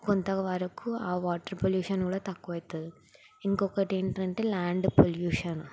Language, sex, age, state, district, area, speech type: Telugu, female, 18-30, Telangana, Sangareddy, urban, spontaneous